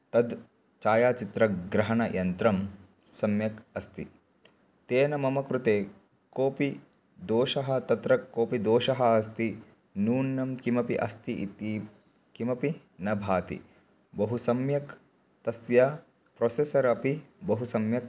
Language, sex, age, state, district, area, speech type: Sanskrit, male, 18-30, Karnataka, Bagalkot, rural, spontaneous